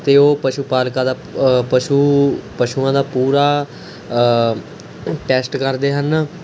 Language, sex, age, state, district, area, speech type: Punjabi, male, 18-30, Punjab, Mohali, rural, spontaneous